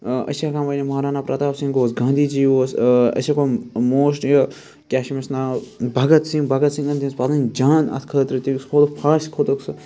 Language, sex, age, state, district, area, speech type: Kashmiri, male, 30-45, Jammu and Kashmir, Srinagar, urban, spontaneous